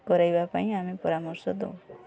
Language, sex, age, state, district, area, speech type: Odia, female, 45-60, Odisha, Kalahandi, rural, spontaneous